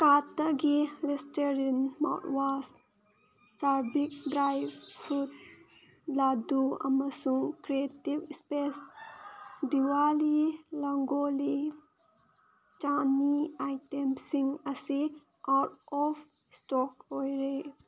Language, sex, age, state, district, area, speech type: Manipuri, female, 30-45, Manipur, Senapati, rural, read